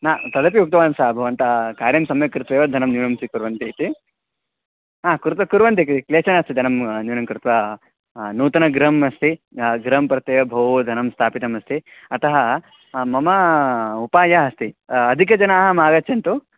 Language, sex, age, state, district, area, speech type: Sanskrit, male, 18-30, Karnataka, Mandya, rural, conversation